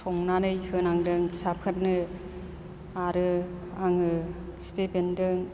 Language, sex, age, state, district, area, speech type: Bodo, female, 60+, Assam, Chirang, rural, spontaneous